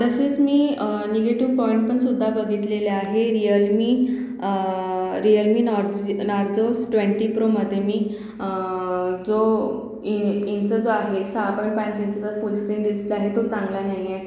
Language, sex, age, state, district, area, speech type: Marathi, female, 18-30, Maharashtra, Akola, urban, spontaneous